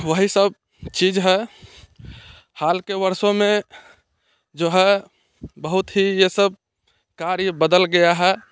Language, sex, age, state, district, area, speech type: Hindi, male, 18-30, Bihar, Muzaffarpur, urban, spontaneous